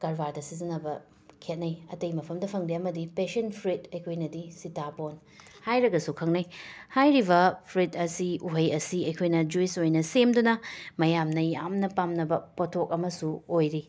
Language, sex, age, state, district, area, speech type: Manipuri, female, 30-45, Manipur, Imphal West, urban, spontaneous